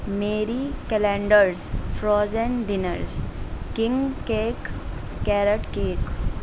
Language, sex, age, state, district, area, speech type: Urdu, female, 18-30, Delhi, North East Delhi, urban, spontaneous